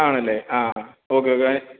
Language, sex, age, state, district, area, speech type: Malayalam, male, 30-45, Kerala, Pathanamthitta, rural, conversation